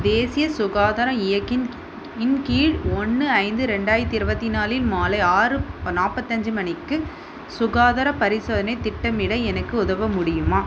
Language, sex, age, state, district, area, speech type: Tamil, female, 30-45, Tamil Nadu, Vellore, urban, read